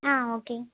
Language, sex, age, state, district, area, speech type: Tamil, female, 18-30, Tamil Nadu, Erode, rural, conversation